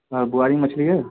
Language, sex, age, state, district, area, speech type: Urdu, male, 30-45, Bihar, Khagaria, rural, conversation